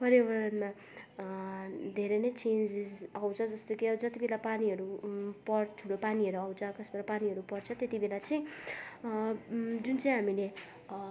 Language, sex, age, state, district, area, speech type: Nepali, female, 18-30, West Bengal, Darjeeling, rural, spontaneous